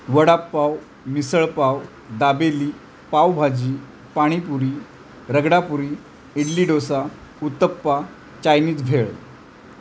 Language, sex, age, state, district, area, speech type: Marathi, male, 45-60, Maharashtra, Thane, rural, spontaneous